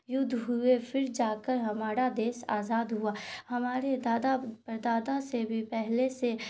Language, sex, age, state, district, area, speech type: Urdu, female, 18-30, Bihar, Khagaria, rural, spontaneous